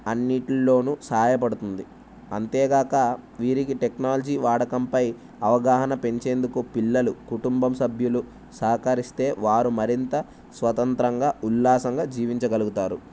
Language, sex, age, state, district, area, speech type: Telugu, male, 18-30, Telangana, Jayashankar, urban, spontaneous